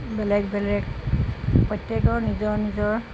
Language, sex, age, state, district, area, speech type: Assamese, female, 45-60, Assam, Jorhat, urban, spontaneous